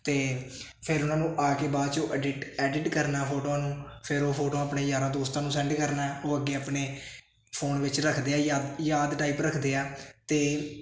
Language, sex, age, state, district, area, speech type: Punjabi, male, 18-30, Punjab, Hoshiarpur, rural, spontaneous